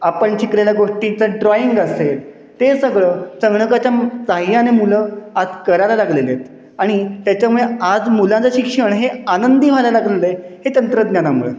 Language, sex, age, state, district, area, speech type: Marathi, male, 30-45, Maharashtra, Satara, urban, spontaneous